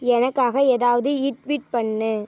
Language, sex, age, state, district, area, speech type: Tamil, female, 18-30, Tamil Nadu, Ariyalur, rural, read